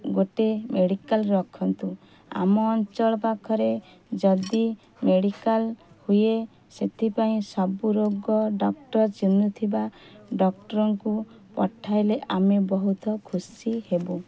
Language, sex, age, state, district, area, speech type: Odia, female, 30-45, Odisha, Kendrapara, urban, spontaneous